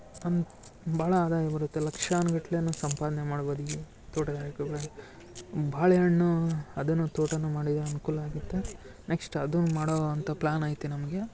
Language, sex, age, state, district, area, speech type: Kannada, male, 18-30, Karnataka, Dharwad, rural, spontaneous